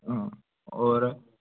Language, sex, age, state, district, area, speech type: Hindi, male, 18-30, Madhya Pradesh, Ujjain, urban, conversation